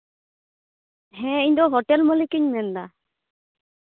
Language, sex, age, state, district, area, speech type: Santali, female, 18-30, West Bengal, Malda, rural, conversation